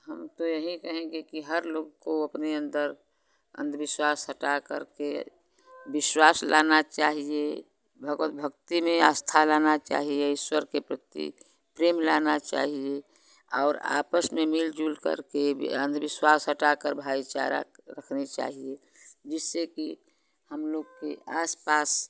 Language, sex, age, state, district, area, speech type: Hindi, female, 60+, Uttar Pradesh, Chandauli, rural, spontaneous